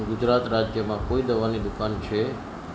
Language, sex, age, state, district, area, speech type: Gujarati, male, 45-60, Gujarat, Ahmedabad, urban, read